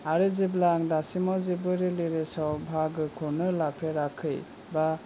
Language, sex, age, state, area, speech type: Bodo, male, 18-30, Assam, urban, spontaneous